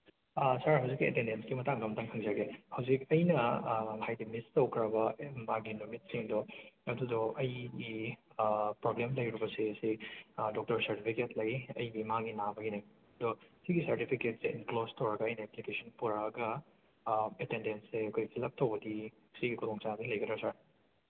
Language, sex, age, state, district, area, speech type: Manipuri, male, 30-45, Manipur, Imphal West, urban, conversation